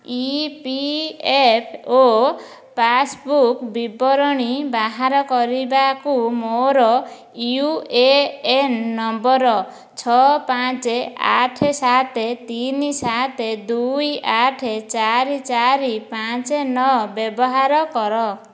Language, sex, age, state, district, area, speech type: Odia, female, 45-60, Odisha, Dhenkanal, rural, read